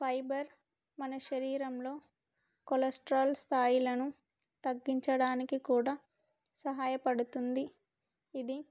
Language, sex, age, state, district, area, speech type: Telugu, female, 18-30, Andhra Pradesh, Alluri Sitarama Raju, rural, spontaneous